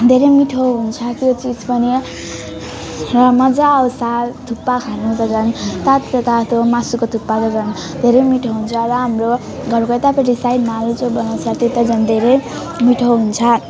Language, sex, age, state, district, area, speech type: Nepali, female, 18-30, West Bengal, Alipurduar, urban, spontaneous